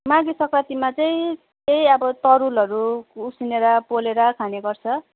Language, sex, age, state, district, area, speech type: Nepali, female, 30-45, West Bengal, Jalpaiguri, rural, conversation